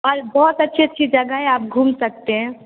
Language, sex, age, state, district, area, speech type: Hindi, female, 18-30, Bihar, Vaishali, rural, conversation